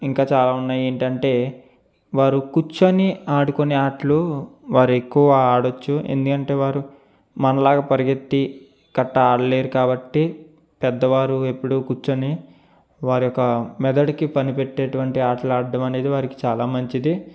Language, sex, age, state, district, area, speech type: Telugu, male, 45-60, Andhra Pradesh, East Godavari, rural, spontaneous